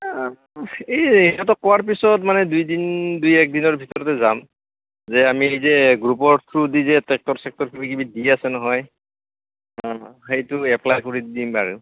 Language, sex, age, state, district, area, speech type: Assamese, male, 30-45, Assam, Goalpara, urban, conversation